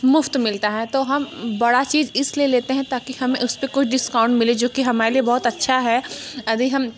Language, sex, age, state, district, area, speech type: Hindi, female, 45-60, Uttar Pradesh, Mirzapur, rural, spontaneous